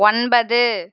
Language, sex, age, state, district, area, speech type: Tamil, female, 18-30, Tamil Nadu, Erode, rural, read